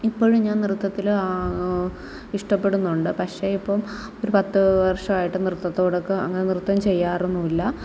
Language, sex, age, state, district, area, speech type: Malayalam, female, 30-45, Kerala, Kottayam, rural, spontaneous